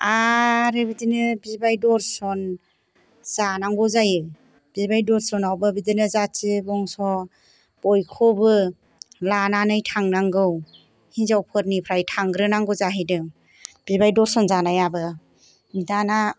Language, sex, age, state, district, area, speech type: Bodo, female, 60+, Assam, Kokrajhar, urban, spontaneous